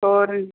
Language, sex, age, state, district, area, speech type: Punjabi, female, 45-60, Punjab, Mohali, urban, conversation